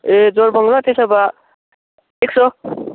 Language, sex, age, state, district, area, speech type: Nepali, male, 18-30, West Bengal, Darjeeling, rural, conversation